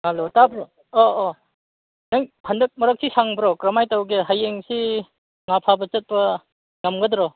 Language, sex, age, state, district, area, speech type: Manipuri, male, 30-45, Manipur, Chandel, rural, conversation